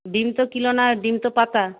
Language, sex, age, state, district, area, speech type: Bengali, female, 45-60, West Bengal, Purulia, rural, conversation